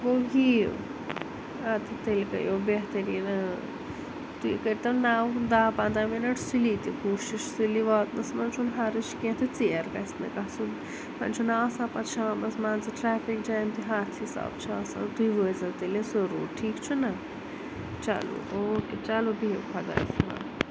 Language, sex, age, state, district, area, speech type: Kashmiri, female, 45-60, Jammu and Kashmir, Srinagar, urban, spontaneous